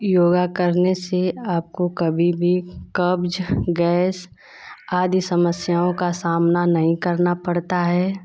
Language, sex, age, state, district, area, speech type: Hindi, female, 30-45, Uttar Pradesh, Ghazipur, rural, spontaneous